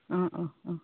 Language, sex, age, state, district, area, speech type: Assamese, female, 30-45, Assam, Sivasagar, rural, conversation